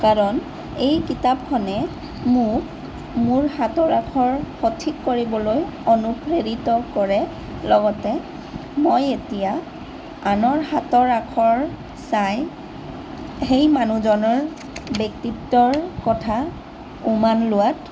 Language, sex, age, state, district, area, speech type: Assamese, female, 18-30, Assam, Sonitpur, rural, spontaneous